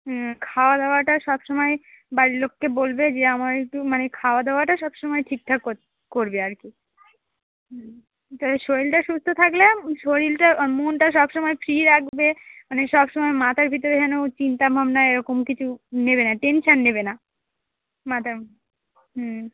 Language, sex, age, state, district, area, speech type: Bengali, female, 30-45, West Bengal, Dakshin Dinajpur, rural, conversation